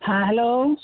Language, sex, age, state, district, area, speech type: Santali, male, 30-45, West Bengal, Purba Bardhaman, rural, conversation